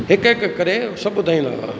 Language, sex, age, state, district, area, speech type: Sindhi, male, 60+, Rajasthan, Ajmer, urban, spontaneous